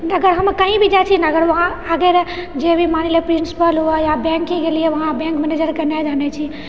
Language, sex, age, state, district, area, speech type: Maithili, female, 30-45, Bihar, Purnia, rural, spontaneous